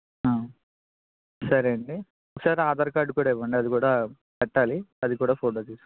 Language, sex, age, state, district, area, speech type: Telugu, male, 18-30, Andhra Pradesh, Konaseema, rural, conversation